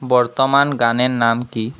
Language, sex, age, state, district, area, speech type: Bengali, male, 18-30, West Bengal, Jhargram, rural, read